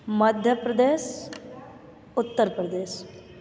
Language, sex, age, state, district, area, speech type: Hindi, female, 18-30, Uttar Pradesh, Mirzapur, rural, spontaneous